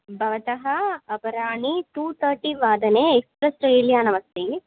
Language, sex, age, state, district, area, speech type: Sanskrit, female, 18-30, Kerala, Thrissur, urban, conversation